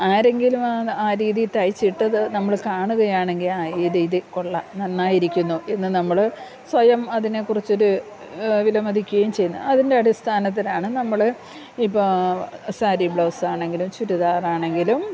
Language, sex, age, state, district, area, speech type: Malayalam, female, 45-60, Kerala, Thiruvananthapuram, urban, spontaneous